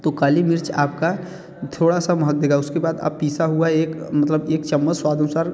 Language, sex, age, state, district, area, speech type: Hindi, male, 30-45, Uttar Pradesh, Bhadohi, urban, spontaneous